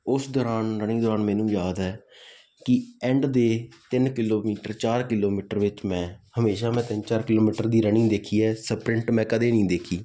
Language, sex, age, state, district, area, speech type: Punjabi, male, 18-30, Punjab, Muktsar, rural, spontaneous